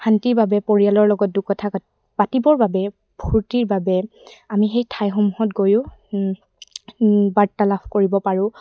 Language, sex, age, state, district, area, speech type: Assamese, female, 18-30, Assam, Sivasagar, rural, spontaneous